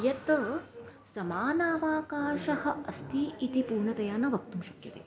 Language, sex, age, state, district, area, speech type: Sanskrit, female, 45-60, Maharashtra, Nashik, rural, spontaneous